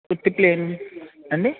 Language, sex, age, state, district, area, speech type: Telugu, male, 18-30, Andhra Pradesh, West Godavari, rural, conversation